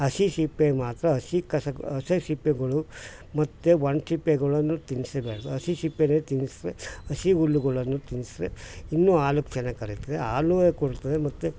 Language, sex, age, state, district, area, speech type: Kannada, male, 60+, Karnataka, Mysore, urban, spontaneous